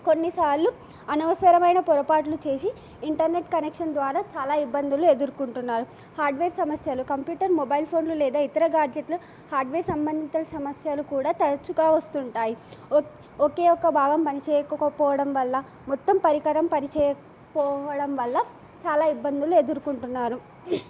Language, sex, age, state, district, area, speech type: Telugu, female, 18-30, Telangana, Nagarkurnool, urban, spontaneous